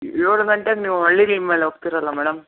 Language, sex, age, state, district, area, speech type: Kannada, male, 18-30, Karnataka, Kolar, rural, conversation